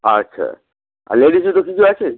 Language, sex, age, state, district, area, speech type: Bengali, male, 45-60, West Bengal, Hooghly, rural, conversation